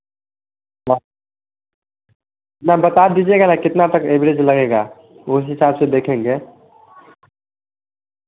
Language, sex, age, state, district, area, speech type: Hindi, male, 18-30, Bihar, Vaishali, rural, conversation